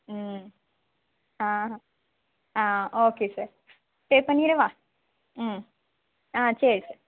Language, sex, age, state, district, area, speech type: Tamil, female, 30-45, Tamil Nadu, Tirunelveli, urban, conversation